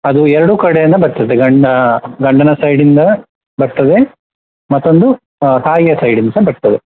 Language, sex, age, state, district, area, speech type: Kannada, male, 30-45, Karnataka, Udupi, rural, conversation